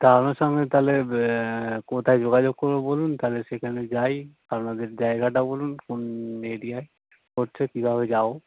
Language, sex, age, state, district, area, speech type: Bengali, male, 30-45, West Bengal, North 24 Parganas, urban, conversation